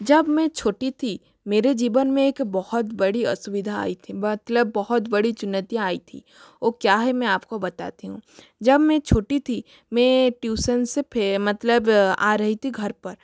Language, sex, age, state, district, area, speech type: Hindi, female, 45-60, Rajasthan, Jodhpur, rural, spontaneous